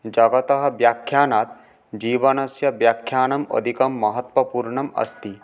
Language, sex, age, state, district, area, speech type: Sanskrit, male, 18-30, West Bengal, Paschim Medinipur, urban, spontaneous